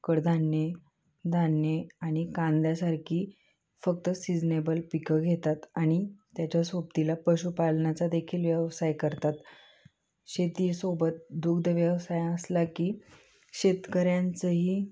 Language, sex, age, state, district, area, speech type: Marathi, female, 18-30, Maharashtra, Ahmednagar, urban, spontaneous